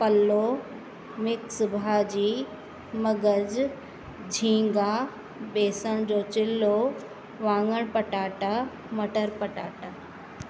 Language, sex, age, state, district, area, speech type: Sindhi, female, 45-60, Uttar Pradesh, Lucknow, rural, spontaneous